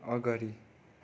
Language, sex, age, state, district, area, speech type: Nepali, male, 30-45, West Bengal, Darjeeling, rural, read